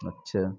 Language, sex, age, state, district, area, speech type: Urdu, male, 18-30, Bihar, Purnia, rural, spontaneous